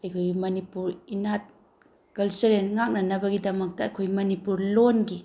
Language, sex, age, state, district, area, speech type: Manipuri, female, 45-60, Manipur, Bishnupur, rural, spontaneous